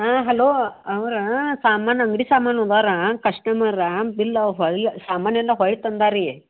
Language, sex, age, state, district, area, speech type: Kannada, female, 60+, Karnataka, Belgaum, rural, conversation